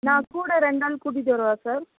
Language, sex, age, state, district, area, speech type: Tamil, female, 18-30, Tamil Nadu, Thoothukudi, urban, conversation